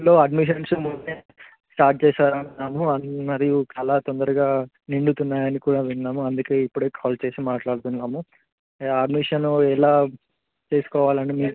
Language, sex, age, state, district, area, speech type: Telugu, male, 18-30, Andhra Pradesh, Visakhapatnam, urban, conversation